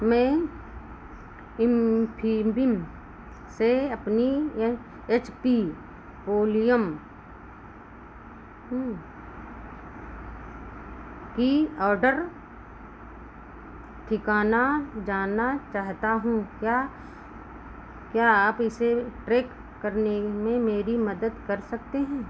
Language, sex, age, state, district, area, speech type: Hindi, female, 60+, Uttar Pradesh, Sitapur, rural, read